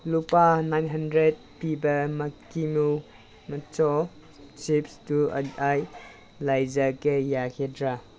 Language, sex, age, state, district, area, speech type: Manipuri, male, 18-30, Manipur, Senapati, rural, read